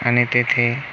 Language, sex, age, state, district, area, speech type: Marathi, male, 30-45, Maharashtra, Amravati, urban, spontaneous